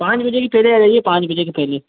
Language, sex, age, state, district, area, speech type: Hindi, male, 30-45, Madhya Pradesh, Ujjain, rural, conversation